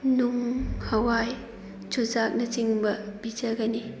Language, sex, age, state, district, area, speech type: Manipuri, female, 30-45, Manipur, Thoubal, rural, spontaneous